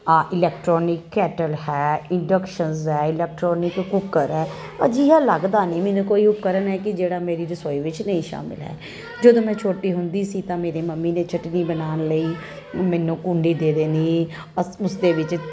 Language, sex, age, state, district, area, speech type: Punjabi, female, 30-45, Punjab, Kapurthala, urban, spontaneous